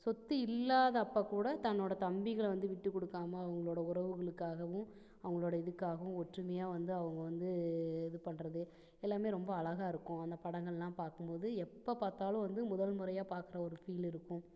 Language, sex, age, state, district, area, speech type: Tamil, female, 30-45, Tamil Nadu, Namakkal, rural, spontaneous